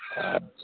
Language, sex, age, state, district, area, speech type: Urdu, male, 18-30, Bihar, Purnia, rural, conversation